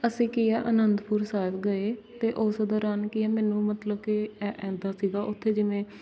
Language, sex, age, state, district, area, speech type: Punjabi, female, 18-30, Punjab, Shaheed Bhagat Singh Nagar, urban, spontaneous